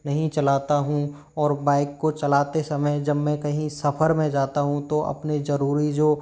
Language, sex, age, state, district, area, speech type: Hindi, male, 45-60, Rajasthan, Karauli, rural, spontaneous